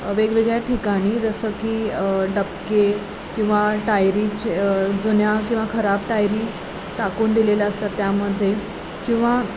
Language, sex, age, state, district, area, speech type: Marathi, female, 18-30, Maharashtra, Sangli, urban, spontaneous